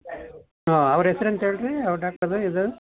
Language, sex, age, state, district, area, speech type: Kannada, male, 60+, Karnataka, Shimoga, rural, conversation